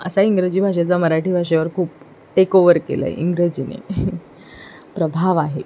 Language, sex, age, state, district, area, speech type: Marathi, female, 18-30, Maharashtra, Sindhudurg, rural, spontaneous